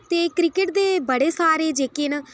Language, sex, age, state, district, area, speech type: Dogri, female, 18-30, Jammu and Kashmir, Udhampur, rural, spontaneous